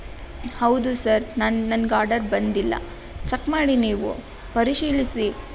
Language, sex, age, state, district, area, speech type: Kannada, female, 18-30, Karnataka, Tumkur, rural, spontaneous